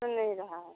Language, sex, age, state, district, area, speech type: Hindi, female, 45-60, Uttar Pradesh, Hardoi, rural, conversation